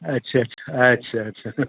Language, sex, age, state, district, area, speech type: Assamese, male, 60+, Assam, Kamrup Metropolitan, urban, conversation